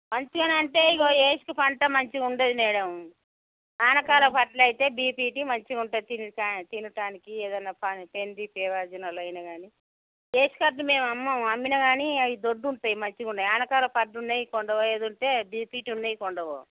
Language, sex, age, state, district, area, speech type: Telugu, female, 60+, Telangana, Peddapalli, rural, conversation